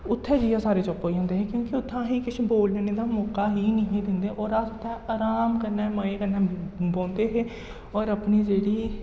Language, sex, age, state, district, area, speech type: Dogri, male, 18-30, Jammu and Kashmir, Jammu, rural, spontaneous